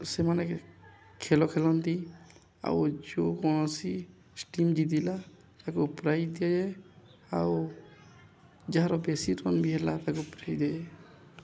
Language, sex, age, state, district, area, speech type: Odia, male, 18-30, Odisha, Balangir, urban, spontaneous